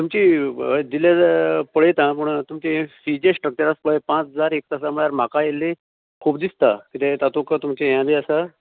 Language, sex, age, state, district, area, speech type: Goan Konkani, male, 60+, Goa, Canacona, rural, conversation